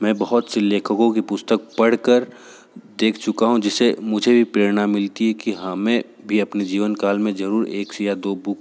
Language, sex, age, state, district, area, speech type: Hindi, male, 60+, Uttar Pradesh, Sonbhadra, rural, spontaneous